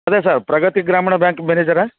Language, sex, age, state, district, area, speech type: Kannada, male, 45-60, Karnataka, Bellary, rural, conversation